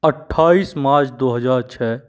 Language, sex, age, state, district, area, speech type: Hindi, male, 45-60, Madhya Pradesh, Bhopal, urban, spontaneous